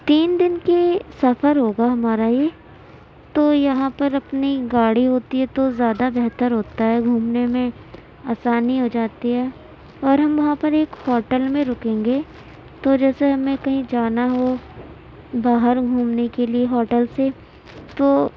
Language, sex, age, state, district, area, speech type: Urdu, female, 18-30, Uttar Pradesh, Gautam Buddha Nagar, rural, spontaneous